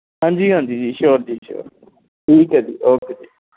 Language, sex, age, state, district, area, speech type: Punjabi, male, 30-45, Punjab, Kapurthala, urban, conversation